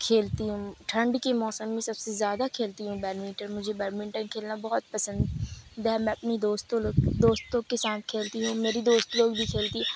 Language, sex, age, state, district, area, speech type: Urdu, female, 30-45, Bihar, Supaul, rural, spontaneous